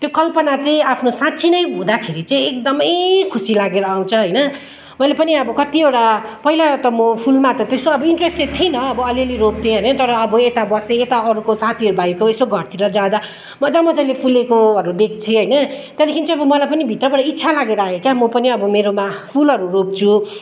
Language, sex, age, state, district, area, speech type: Nepali, female, 30-45, West Bengal, Kalimpong, rural, spontaneous